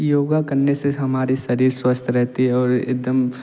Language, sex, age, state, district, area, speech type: Hindi, male, 18-30, Uttar Pradesh, Jaunpur, urban, spontaneous